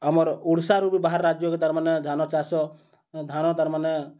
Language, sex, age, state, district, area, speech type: Odia, male, 30-45, Odisha, Bargarh, urban, spontaneous